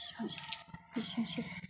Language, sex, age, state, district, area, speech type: Bodo, female, 45-60, Assam, Kokrajhar, urban, spontaneous